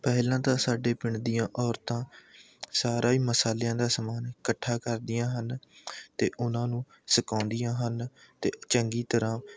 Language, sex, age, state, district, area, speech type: Punjabi, male, 18-30, Punjab, Mohali, rural, spontaneous